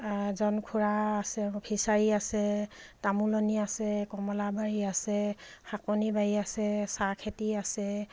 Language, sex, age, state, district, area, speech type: Assamese, female, 45-60, Assam, Dibrugarh, rural, spontaneous